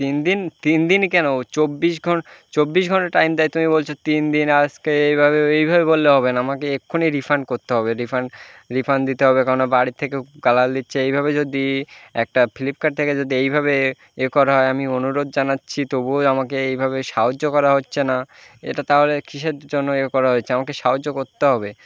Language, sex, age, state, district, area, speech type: Bengali, male, 18-30, West Bengal, Birbhum, urban, spontaneous